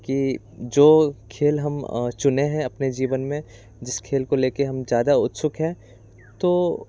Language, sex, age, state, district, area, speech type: Hindi, male, 18-30, Bihar, Muzaffarpur, urban, spontaneous